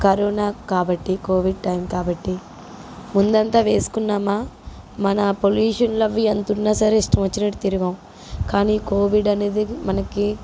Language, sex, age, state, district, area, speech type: Telugu, female, 45-60, Telangana, Mancherial, rural, spontaneous